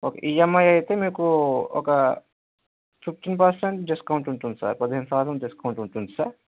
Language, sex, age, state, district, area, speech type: Telugu, male, 60+, Andhra Pradesh, Vizianagaram, rural, conversation